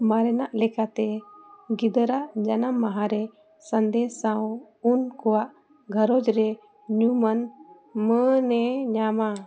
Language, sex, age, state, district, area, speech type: Santali, female, 45-60, Jharkhand, Bokaro, rural, read